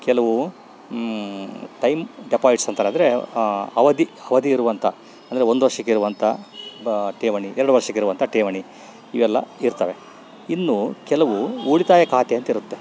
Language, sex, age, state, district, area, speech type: Kannada, male, 60+, Karnataka, Bellary, rural, spontaneous